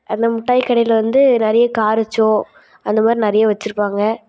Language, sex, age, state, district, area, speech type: Tamil, female, 18-30, Tamil Nadu, Thoothukudi, urban, spontaneous